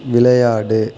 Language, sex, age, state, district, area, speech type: Tamil, male, 18-30, Tamil Nadu, Nagapattinam, rural, read